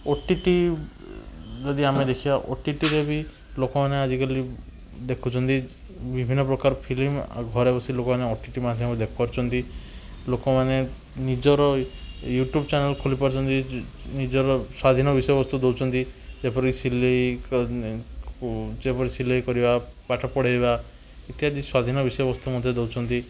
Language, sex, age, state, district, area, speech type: Odia, male, 18-30, Odisha, Cuttack, urban, spontaneous